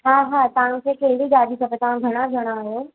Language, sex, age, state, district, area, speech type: Sindhi, female, 18-30, Gujarat, Surat, urban, conversation